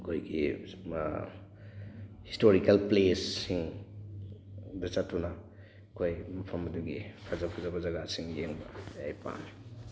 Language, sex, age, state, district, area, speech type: Manipuri, male, 18-30, Manipur, Thoubal, rural, spontaneous